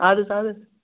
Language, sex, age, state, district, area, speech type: Kashmiri, male, 18-30, Jammu and Kashmir, Bandipora, rural, conversation